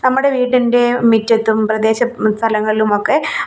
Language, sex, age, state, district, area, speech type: Malayalam, female, 30-45, Kerala, Kollam, rural, spontaneous